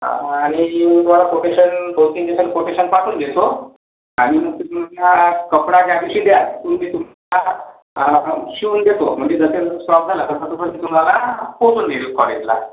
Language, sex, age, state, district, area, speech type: Marathi, male, 60+, Maharashtra, Yavatmal, urban, conversation